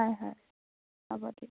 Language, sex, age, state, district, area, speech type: Assamese, female, 18-30, Assam, Darrang, rural, conversation